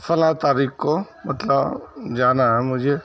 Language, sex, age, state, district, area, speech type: Urdu, male, 30-45, Bihar, Saharsa, rural, spontaneous